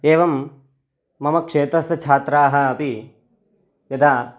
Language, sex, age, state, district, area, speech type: Sanskrit, male, 18-30, Karnataka, Chitradurga, rural, spontaneous